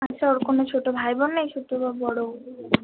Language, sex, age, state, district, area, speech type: Bengali, female, 18-30, West Bengal, Purba Bardhaman, urban, conversation